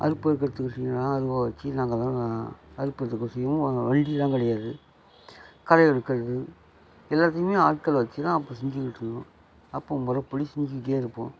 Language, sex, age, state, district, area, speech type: Tamil, male, 45-60, Tamil Nadu, Nagapattinam, rural, spontaneous